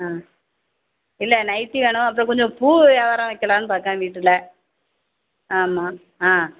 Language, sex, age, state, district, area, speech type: Tamil, female, 45-60, Tamil Nadu, Thoothukudi, urban, conversation